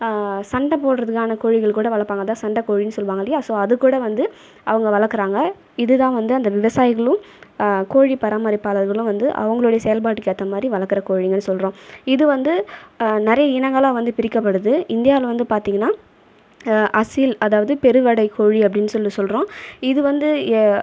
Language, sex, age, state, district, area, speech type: Tamil, female, 30-45, Tamil Nadu, Viluppuram, rural, spontaneous